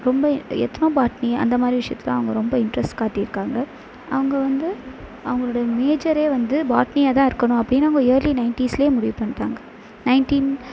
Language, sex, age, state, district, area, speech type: Tamil, female, 18-30, Tamil Nadu, Sivaganga, rural, spontaneous